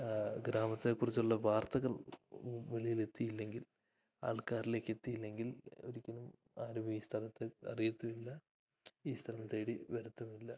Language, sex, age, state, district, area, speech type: Malayalam, male, 18-30, Kerala, Idukki, rural, spontaneous